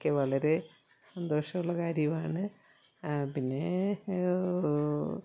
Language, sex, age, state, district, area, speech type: Malayalam, female, 45-60, Kerala, Kottayam, rural, spontaneous